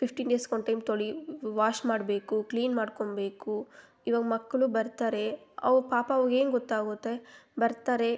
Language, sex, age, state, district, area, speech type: Kannada, female, 18-30, Karnataka, Kolar, rural, spontaneous